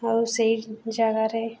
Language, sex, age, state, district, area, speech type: Odia, female, 18-30, Odisha, Sundergarh, urban, spontaneous